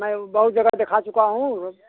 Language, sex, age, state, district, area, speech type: Hindi, male, 60+, Uttar Pradesh, Mirzapur, urban, conversation